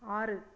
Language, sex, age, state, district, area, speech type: Tamil, female, 45-60, Tamil Nadu, Erode, rural, read